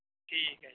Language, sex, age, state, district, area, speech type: Punjabi, male, 30-45, Punjab, Bathinda, urban, conversation